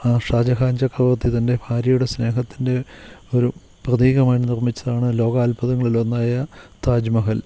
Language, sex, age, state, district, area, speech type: Malayalam, male, 45-60, Kerala, Kottayam, urban, spontaneous